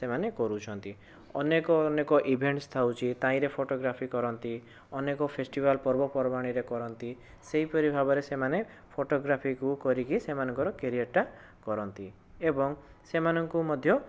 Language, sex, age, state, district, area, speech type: Odia, male, 18-30, Odisha, Bhadrak, rural, spontaneous